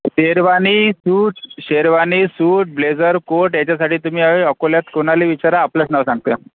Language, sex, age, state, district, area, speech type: Marathi, male, 45-60, Maharashtra, Akola, urban, conversation